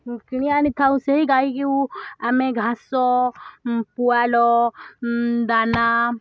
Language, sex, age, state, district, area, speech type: Odia, female, 18-30, Odisha, Balangir, urban, spontaneous